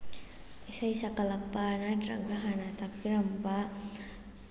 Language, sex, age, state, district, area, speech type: Manipuri, female, 18-30, Manipur, Kakching, rural, spontaneous